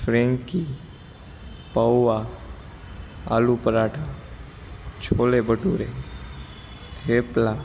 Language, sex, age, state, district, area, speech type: Gujarati, male, 18-30, Gujarat, Ahmedabad, urban, spontaneous